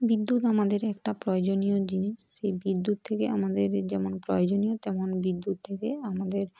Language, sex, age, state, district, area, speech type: Bengali, female, 60+, West Bengal, Purba Medinipur, rural, spontaneous